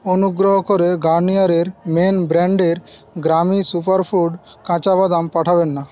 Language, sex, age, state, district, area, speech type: Bengali, male, 18-30, West Bengal, Paschim Medinipur, rural, read